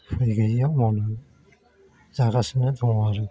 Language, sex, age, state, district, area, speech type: Bodo, male, 60+, Assam, Chirang, rural, spontaneous